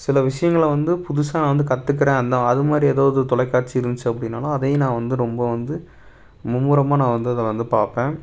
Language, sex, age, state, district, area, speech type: Tamil, male, 18-30, Tamil Nadu, Tiruppur, rural, spontaneous